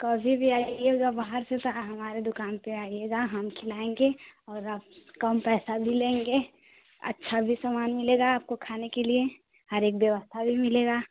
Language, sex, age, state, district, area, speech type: Hindi, female, 18-30, Uttar Pradesh, Chandauli, rural, conversation